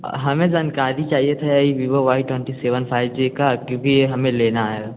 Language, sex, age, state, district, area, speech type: Hindi, male, 18-30, Uttar Pradesh, Bhadohi, rural, conversation